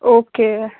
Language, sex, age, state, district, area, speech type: Marathi, female, 18-30, Maharashtra, Akola, rural, conversation